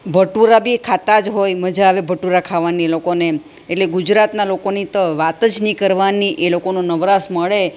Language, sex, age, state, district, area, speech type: Gujarati, female, 60+, Gujarat, Ahmedabad, urban, spontaneous